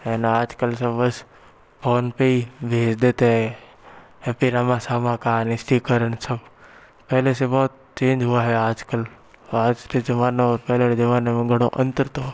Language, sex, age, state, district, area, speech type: Hindi, male, 60+, Rajasthan, Jodhpur, urban, spontaneous